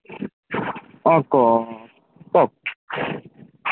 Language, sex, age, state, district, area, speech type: Assamese, male, 18-30, Assam, Goalpara, rural, conversation